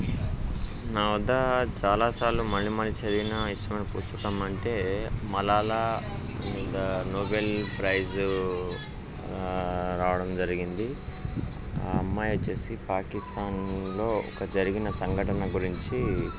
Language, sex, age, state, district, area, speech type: Telugu, male, 30-45, Telangana, Siddipet, rural, spontaneous